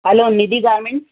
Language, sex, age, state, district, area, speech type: Urdu, female, 30-45, Maharashtra, Nashik, rural, conversation